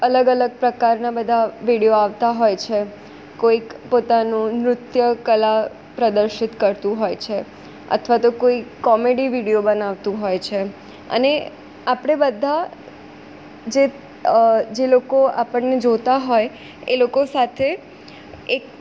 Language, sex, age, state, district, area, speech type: Gujarati, female, 18-30, Gujarat, Surat, urban, spontaneous